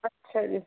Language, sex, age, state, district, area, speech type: Punjabi, female, 18-30, Punjab, Mansa, rural, conversation